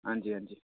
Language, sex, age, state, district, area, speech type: Dogri, male, 30-45, Jammu and Kashmir, Udhampur, urban, conversation